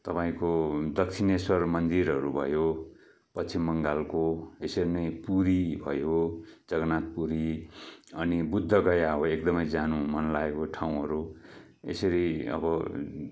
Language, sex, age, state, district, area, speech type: Nepali, male, 45-60, West Bengal, Kalimpong, rural, spontaneous